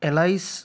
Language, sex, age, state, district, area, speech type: Telugu, male, 30-45, Andhra Pradesh, Anantapur, urban, spontaneous